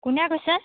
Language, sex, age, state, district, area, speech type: Assamese, female, 30-45, Assam, Biswanath, rural, conversation